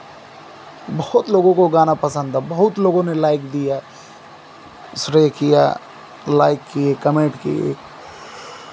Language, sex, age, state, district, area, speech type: Hindi, male, 30-45, Uttar Pradesh, Mau, rural, spontaneous